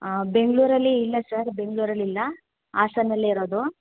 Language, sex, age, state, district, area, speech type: Kannada, female, 18-30, Karnataka, Hassan, rural, conversation